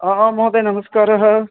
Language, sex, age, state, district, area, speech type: Sanskrit, male, 30-45, Karnataka, Vijayapura, urban, conversation